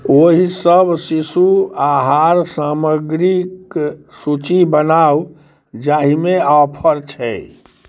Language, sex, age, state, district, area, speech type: Maithili, male, 45-60, Bihar, Muzaffarpur, rural, read